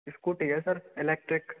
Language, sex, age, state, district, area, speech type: Hindi, male, 60+, Rajasthan, Karauli, rural, conversation